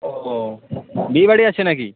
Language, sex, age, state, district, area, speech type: Bengali, male, 18-30, West Bengal, Uttar Dinajpur, rural, conversation